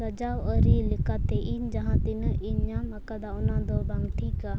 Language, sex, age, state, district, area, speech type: Santali, female, 18-30, Jharkhand, Seraikela Kharsawan, rural, read